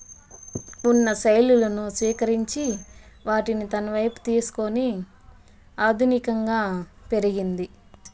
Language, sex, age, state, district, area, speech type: Telugu, female, 30-45, Andhra Pradesh, Chittoor, rural, spontaneous